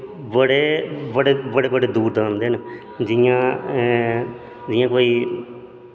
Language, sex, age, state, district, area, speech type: Dogri, male, 30-45, Jammu and Kashmir, Udhampur, urban, spontaneous